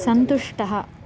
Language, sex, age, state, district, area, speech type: Sanskrit, female, 18-30, Karnataka, Chikkamagaluru, urban, read